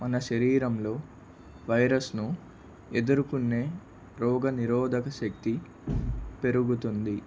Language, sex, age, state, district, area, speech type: Telugu, male, 18-30, Andhra Pradesh, Palnadu, rural, spontaneous